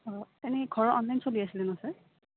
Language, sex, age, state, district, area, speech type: Assamese, female, 18-30, Assam, Udalguri, rural, conversation